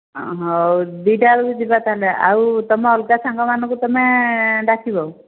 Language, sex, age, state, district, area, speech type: Odia, female, 45-60, Odisha, Dhenkanal, rural, conversation